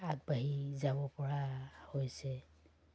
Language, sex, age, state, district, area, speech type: Assamese, female, 60+, Assam, Dibrugarh, rural, spontaneous